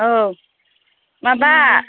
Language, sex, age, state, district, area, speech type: Bodo, female, 30-45, Assam, Chirang, rural, conversation